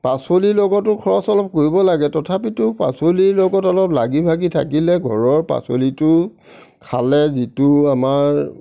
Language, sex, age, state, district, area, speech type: Assamese, male, 60+, Assam, Nagaon, rural, spontaneous